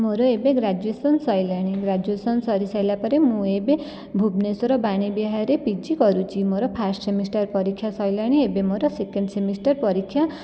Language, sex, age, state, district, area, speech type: Odia, female, 18-30, Odisha, Jajpur, rural, spontaneous